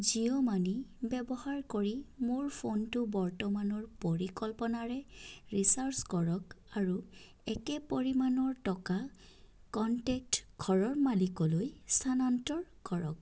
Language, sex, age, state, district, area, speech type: Assamese, female, 30-45, Assam, Sonitpur, rural, read